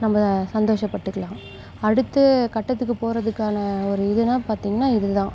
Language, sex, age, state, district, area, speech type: Tamil, female, 45-60, Tamil Nadu, Sivaganga, rural, spontaneous